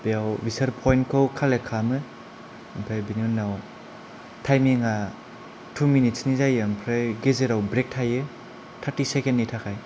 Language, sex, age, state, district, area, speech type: Bodo, male, 18-30, Assam, Kokrajhar, rural, spontaneous